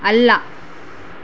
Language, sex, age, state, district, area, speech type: Kannada, female, 30-45, Karnataka, Chitradurga, rural, read